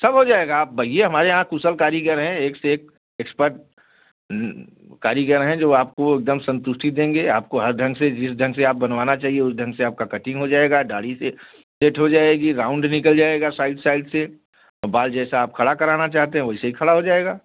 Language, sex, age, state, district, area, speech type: Hindi, male, 45-60, Uttar Pradesh, Bhadohi, urban, conversation